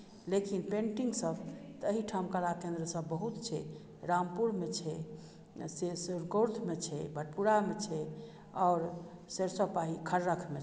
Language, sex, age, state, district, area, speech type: Maithili, female, 45-60, Bihar, Madhubani, rural, spontaneous